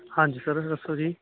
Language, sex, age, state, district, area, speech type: Punjabi, male, 30-45, Punjab, Kapurthala, rural, conversation